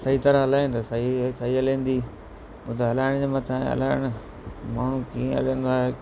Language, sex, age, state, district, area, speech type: Sindhi, male, 45-60, Gujarat, Kutch, rural, spontaneous